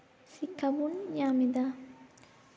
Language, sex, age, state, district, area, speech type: Santali, female, 18-30, West Bengal, Purba Bardhaman, rural, spontaneous